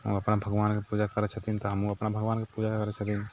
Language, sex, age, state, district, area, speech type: Maithili, male, 30-45, Bihar, Sitamarhi, urban, spontaneous